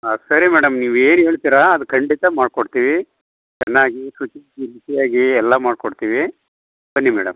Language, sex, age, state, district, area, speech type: Kannada, male, 45-60, Karnataka, Chikkaballapur, urban, conversation